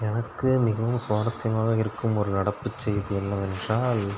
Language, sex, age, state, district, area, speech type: Tamil, male, 30-45, Tamil Nadu, Pudukkottai, rural, spontaneous